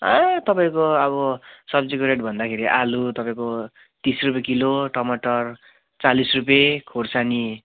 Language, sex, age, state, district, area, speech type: Nepali, male, 18-30, West Bengal, Kalimpong, rural, conversation